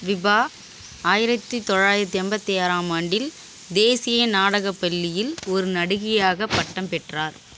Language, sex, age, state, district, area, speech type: Tamil, female, 18-30, Tamil Nadu, Kallakurichi, urban, read